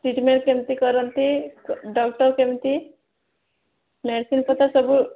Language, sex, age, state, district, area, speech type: Odia, female, 30-45, Odisha, Sambalpur, rural, conversation